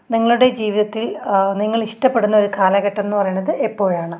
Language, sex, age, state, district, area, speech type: Malayalam, female, 60+, Kerala, Ernakulam, rural, spontaneous